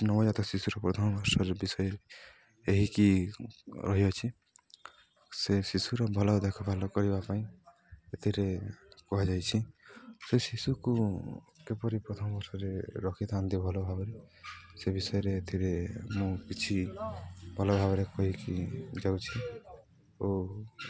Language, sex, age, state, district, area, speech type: Odia, male, 18-30, Odisha, Balangir, urban, spontaneous